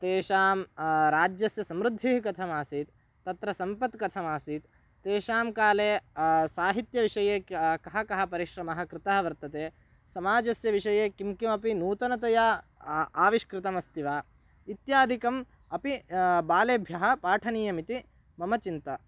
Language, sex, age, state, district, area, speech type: Sanskrit, male, 18-30, Karnataka, Bagalkot, rural, spontaneous